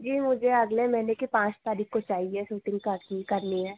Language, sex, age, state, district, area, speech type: Hindi, female, 18-30, Madhya Pradesh, Harda, urban, conversation